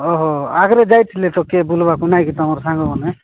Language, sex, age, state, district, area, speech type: Odia, male, 45-60, Odisha, Nabarangpur, rural, conversation